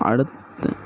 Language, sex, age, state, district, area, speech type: Tamil, male, 18-30, Tamil Nadu, Thoothukudi, rural, spontaneous